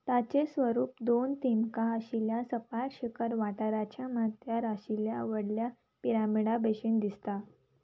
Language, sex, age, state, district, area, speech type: Goan Konkani, female, 18-30, Goa, Salcete, rural, read